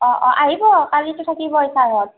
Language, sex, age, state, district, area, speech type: Assamese, female, 30-45, Assam, Morigaon, rural, conversation